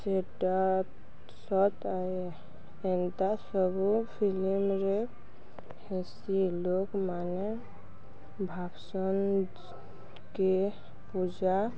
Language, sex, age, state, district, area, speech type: Odia, female, 18-30, Odisha, Balangir, urban, spontaneous